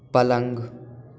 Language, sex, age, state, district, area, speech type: Hindi, male, 18-30, Madhya Pradesh, Gwalior, urban, read